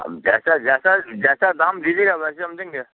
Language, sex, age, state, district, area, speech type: Hindi, male, 60+, Bihar, Muzaffarpur, rural, conversation